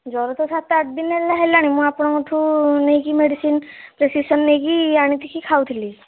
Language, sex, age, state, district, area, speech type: Odia, female, 18-30, Odisha, Kalahandi, rural, conversation